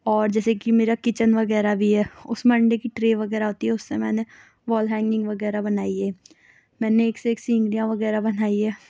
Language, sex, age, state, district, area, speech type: Urdu, female, 18-30, Delhi, South Delhi, urban, spontaneous